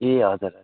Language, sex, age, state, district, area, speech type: Nepali, male, 30-45, West Bengal, Darjeeling, rural, conversation